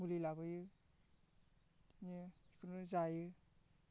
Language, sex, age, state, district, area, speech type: Bodo, male, 18-30, Assam, Baksa, rural, spontaneous